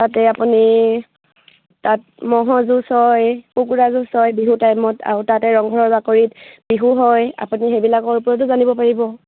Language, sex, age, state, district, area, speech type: Assamese, female, 18-30, Assam, Dibrugarh, urban, conversation